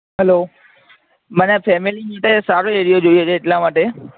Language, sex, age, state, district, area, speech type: Gujarati, male, 18-30, Gujarat, Ahmedabad, urban, conversation